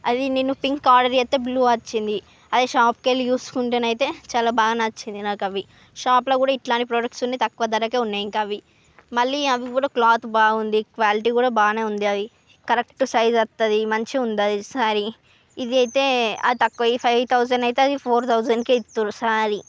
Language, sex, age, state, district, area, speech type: Telugu, female, 45-60, Andhra Pradesh, Srikakulam, urban, spontaneous